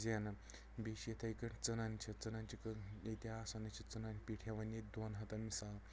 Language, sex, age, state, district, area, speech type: Kashmiri, male, 30-45, Jammu and Kashmir, Anantnag, rural, spontaneous